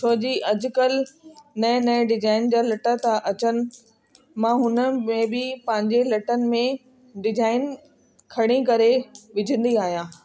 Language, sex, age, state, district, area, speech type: Sindhi, female, 30-45, Delhi, South Delhi, urban, spontaneous